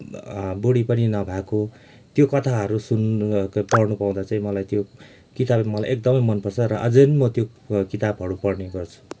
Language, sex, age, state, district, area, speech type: Nepali, male, 30-45, West Bengal, Kalimpong, rural, spontaneous